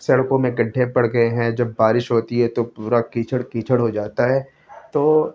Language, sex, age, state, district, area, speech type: Urdu, male, 18-30, Delhi, North West Delhi, urban, spontaneous